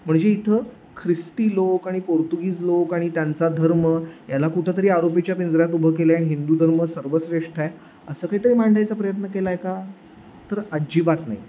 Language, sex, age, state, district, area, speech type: Marathi, male, 30-45, Maharashtra, Sangli, urban, spontaneous